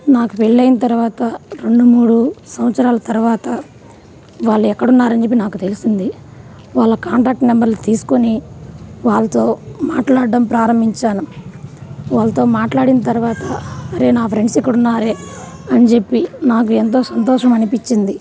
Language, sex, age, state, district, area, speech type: Telugu, female, 30-45, Andhra Pradesh, Nellore, rural, spontaneous